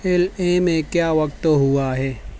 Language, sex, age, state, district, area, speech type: Urdu, male, 18-30, Maharashtra, Nashik, rural, read